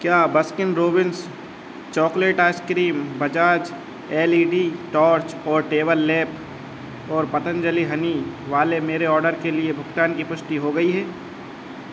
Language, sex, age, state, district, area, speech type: Hindi, male, 30-45, Madhya Pradesh, Hoshangabad, rural, read